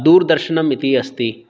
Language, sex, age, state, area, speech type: Sanskrit, male, 30-45, Rajasthan, urban, spontaneous